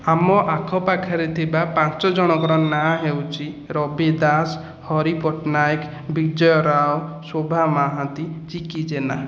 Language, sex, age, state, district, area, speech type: Odia, male, 30-45, Odisha, Khordha, rural, spontaneous